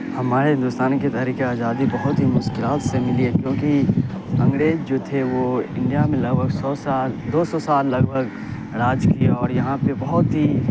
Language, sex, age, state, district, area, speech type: Urdu, male, 18-30, Bihar, Saharsa, urban, spontaneous